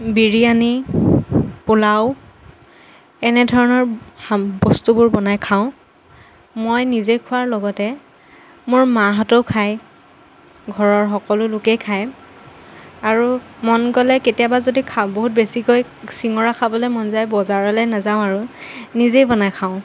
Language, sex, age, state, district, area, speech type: Assamese, female, 18-30, Assam, Lakhimpur, rural, spontaneous